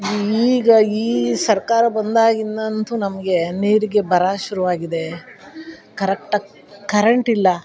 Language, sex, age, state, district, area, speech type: Kannada, female, 45-60, Karnataka, Chikkamagaluru, rural, spontaneous